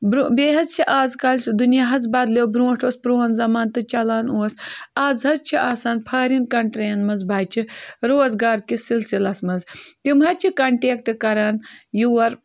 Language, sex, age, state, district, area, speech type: Kashmiri, female, 18-30, Jammu and Kashmir, Bandipora, rural, spontaneous